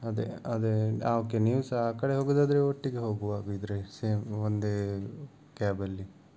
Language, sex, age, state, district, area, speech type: Kannada, male, 18-30, Karnataka, Tumkur, urban, spontaneous